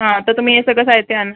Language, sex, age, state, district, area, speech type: Marathi, female, 18-30, Maharashtra, Mumbai Suburban, urban, conversation